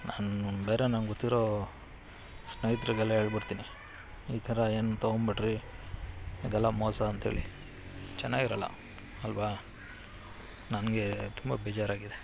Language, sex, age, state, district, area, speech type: Kannada, male, 45-60, Karnataka, Bangalore Urban, rural, spontaneous